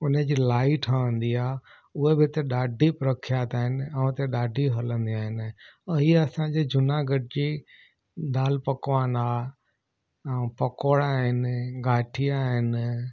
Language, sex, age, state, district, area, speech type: Sindhi, male, 45-60, Gujarat, Junagadh, urban, spontaneous